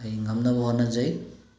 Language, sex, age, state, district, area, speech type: Manipuri, male, 45-60, Manipur, Bishnupur, rural, spontaneous